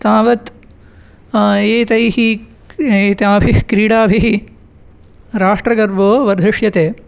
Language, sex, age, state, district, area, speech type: Sanskrit, male, 18-30, Tamil Nadu, Chennai, urban, spontaneous